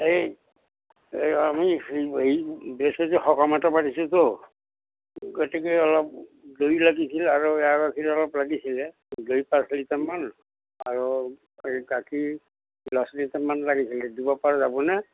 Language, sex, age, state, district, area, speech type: Assamese, male, 60+, Assam, Udalguri, rural, conversation